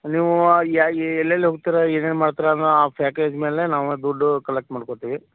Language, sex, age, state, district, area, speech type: Kannada, male, 30-45, Karnataka, Vijayapura, urban, conversation